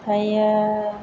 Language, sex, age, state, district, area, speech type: Bodo, female, 30-45, Assam, Chirang, rural, spontaneous